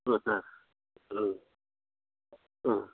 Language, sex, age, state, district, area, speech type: Tamil, male, 45-60, Tamil Nadu, Coimbatore, rural, conversation